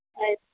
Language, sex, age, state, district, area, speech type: Kannada, female, 30-45, Karnataka, Udupi, rural, conversation